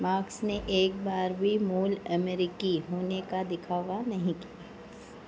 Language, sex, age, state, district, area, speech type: Hindi, female, 45-60, Madhya Pradesh, Harda, urban, read